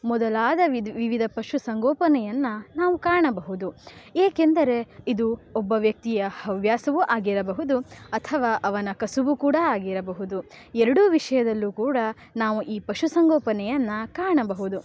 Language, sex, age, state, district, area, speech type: Kannada, female, 18-30, Karnataka, Uttara Kannada, rural, spontaneous